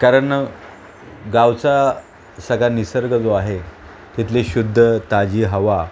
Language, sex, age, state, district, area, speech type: Marathi, male, 45-60, Maharashtra, Thane, rural, spontaneous